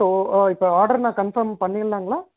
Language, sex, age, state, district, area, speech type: Tamil, male, 45-60, Tamil Nadu, Erode, urban, conversation